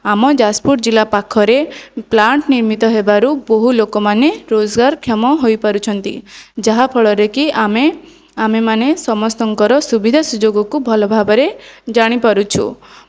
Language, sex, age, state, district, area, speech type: Odia, female, 18-30, Odisha, Jajpur, rural, spontaneous